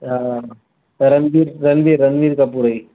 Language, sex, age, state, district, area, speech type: Sindhi, male, 45-60, Maharashtra, Mumbai City, urban, conversation